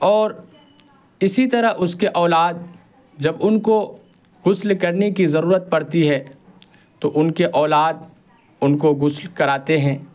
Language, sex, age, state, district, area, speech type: Urdu, male, 18-30, Bihar, Purnia, rural, spontaneous